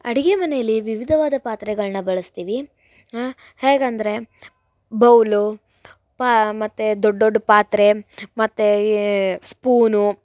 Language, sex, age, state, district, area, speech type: Kannada, female, 18-30, Karnataka, Gulbarga, urban, spontaneous